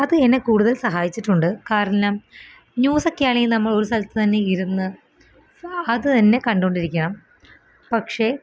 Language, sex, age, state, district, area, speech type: Malayalam, female, 18-30, Kerala, Ernakulam, rural, spontaneous